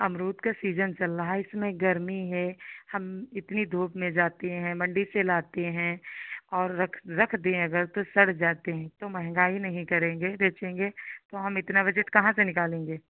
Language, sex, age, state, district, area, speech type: Hindi, female, 45-60, Uttar Pradesh, Sitapur, rural, conversation